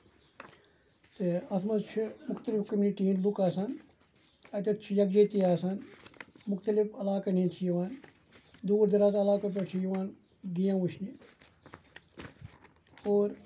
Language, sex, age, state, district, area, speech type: Kashmiri, male, 45-60, Jammu and Kashmir, Ganderbal, rural, spontaneous